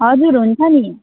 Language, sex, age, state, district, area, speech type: Nepali, female, 18-30, West Bengal, Alipurduar, urban, conversation